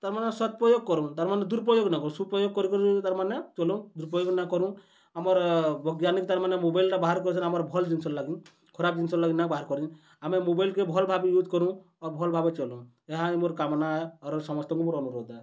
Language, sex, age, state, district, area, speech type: Odia, male, 30-45, Odisha, Bargarh, urban, spontaneous